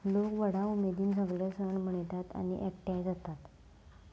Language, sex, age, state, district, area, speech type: Goan Konkani, female, 18-30, Goa, Canacona, rural, spontaneous